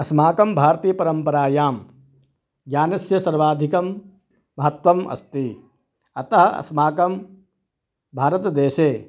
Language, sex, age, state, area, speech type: Sanskrit, male, 30-45, Maharashtra, urban, spontaneous